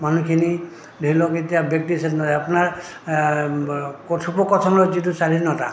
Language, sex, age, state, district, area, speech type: Assamese, male, 60+, Assam, Goalpara, rural, spontaneous